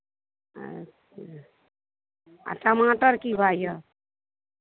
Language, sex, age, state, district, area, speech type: Maithili, female, 45-60, Bihar, Madhepura, rural, conversation